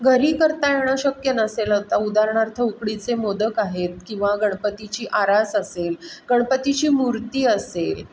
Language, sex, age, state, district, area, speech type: Marathi, female, 45-60, Maharashtra, Pune, urban, spontaneous